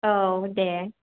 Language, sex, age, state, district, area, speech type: Bodo, female, 18-30, Assam, Kokrajhar, rural, conversation